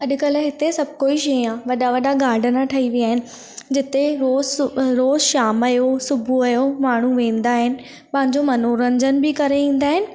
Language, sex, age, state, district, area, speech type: Sindhi, female, 18-30, Madhya Pradesh, Katni, urban, spontaneous